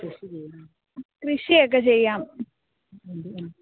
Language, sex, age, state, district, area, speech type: Malayalam, female, 18-30, Kerala, Alappuzha, rural, conversation